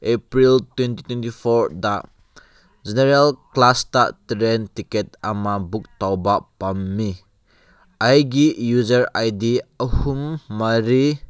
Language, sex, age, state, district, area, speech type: Manipuri, male, 18-30, Manipur, Kangpokpi, urban, read